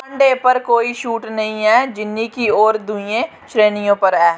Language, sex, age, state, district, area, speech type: Dogri, female, 18-30, Jammu and Kashmir, Jammu, rural, read